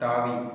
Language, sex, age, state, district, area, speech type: Tamil, male, 30-45, Tamil Nadu, Cuddalore, rural, read